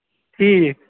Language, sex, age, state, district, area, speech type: Kashmiri, male, 18-30, Jammu and Kashmir, Ganderbal, rural, conversation